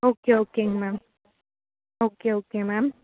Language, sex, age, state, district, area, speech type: Tamil, female, 30-45, Tamil Nadu, Cuddalore, urban, conversation